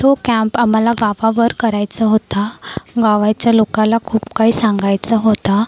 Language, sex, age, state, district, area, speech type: Marathi, female, 18-30, Maharashtra, Nagpur, urban, spontaneous